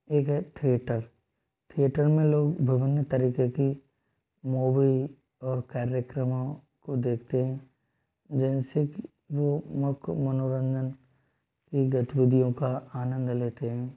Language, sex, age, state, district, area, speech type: Hindi, male, 18-30, Rajasthan, Jodhpur, rural, spontaneous